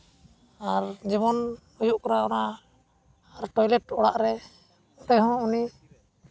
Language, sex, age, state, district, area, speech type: Santali, male, 18-30, West Bengal, Uttar Dinajpur, rural, spontaneous